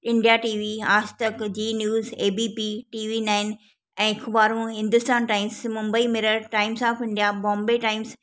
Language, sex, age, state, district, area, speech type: Sindhi, female, 45-60, Maharashtra, Thane, urban, spontaneous